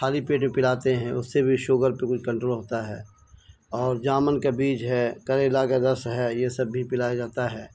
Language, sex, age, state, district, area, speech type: Urdu, male, 45-60, Bihar, Araria, rural, spontaneous